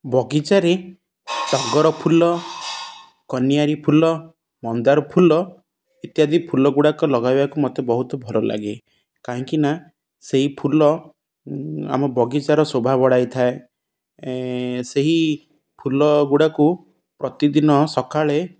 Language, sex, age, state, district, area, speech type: Odia, male, 30-45, Odisha, Ganjam, urban, spontaneous